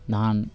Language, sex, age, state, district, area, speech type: Bengali, male, 30-45, West Bengal, Birbhum, urban, spontaneous